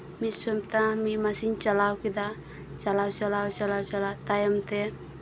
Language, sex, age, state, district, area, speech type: Santali, female, 18-30, West Bengal, Birbhum, rural, spontaneous